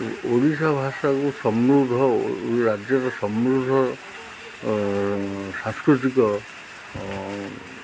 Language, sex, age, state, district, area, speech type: Odia, male, 45-60, Odisha, Jagatsinghpur, urban, spontaneous